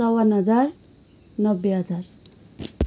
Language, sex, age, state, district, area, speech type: Nepali, female, 18-30, West Bengal, Kalimpong, rural, spontaneous